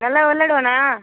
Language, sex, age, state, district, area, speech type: Tamil, male, 18-30, Tamil Nadu, Cuddalore, rural, conversation